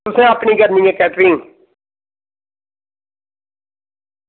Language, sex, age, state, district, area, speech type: Dogri, male, 30-45, Jammu and Kashmir, Reasi, rural, conversation